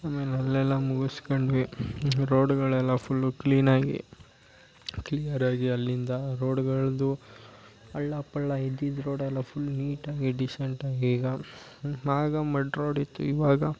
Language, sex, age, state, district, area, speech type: Kannada, male, 18-30, Karnataka, Mysore, rural, spontaneous